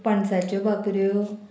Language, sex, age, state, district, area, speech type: Goan Konkani, female, 30-45, Goa, Murmgao, urban, spontaneous